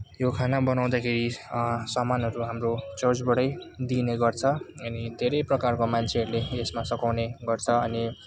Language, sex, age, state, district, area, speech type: Nepali, male, 18-30, West Bengal, Kalimpong, rural, spontaneous